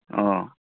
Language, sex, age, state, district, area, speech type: Manipuri, male, 30-45, Manipur, Kangpokpi, urban, conversation